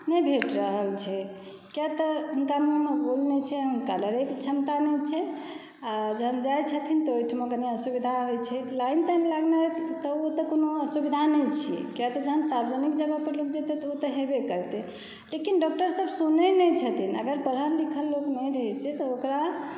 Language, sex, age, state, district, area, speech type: Maithili, female, 30-45, Bihar, Saharsa, rural, spontaneous